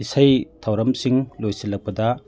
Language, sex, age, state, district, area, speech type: Manipuri, male, 45-60, Manipur, Churachandpur, urban, read